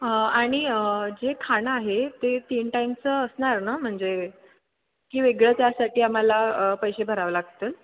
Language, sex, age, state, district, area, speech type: Marathi, female, 18-30, Maharashtra, Mumbai Suburban, urban, conversation